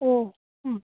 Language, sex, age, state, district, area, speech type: Sanskrit, female, 18-30, Karnataka, Belgaum, urban, conversation